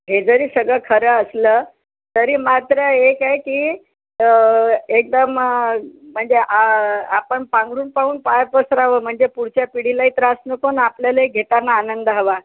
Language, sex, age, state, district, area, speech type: Marathi, female, 60+, Maharashtra, Yavatmal, urban, conversation